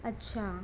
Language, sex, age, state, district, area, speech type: Hindi, female, 18-30, Madhya Pradesh, Bhopal, urban, spontaneous